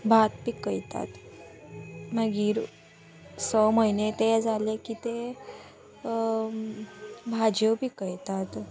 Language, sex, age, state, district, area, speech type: Goan Konkani, female, 18-30, Goa, Murmgao, rural, spontaneous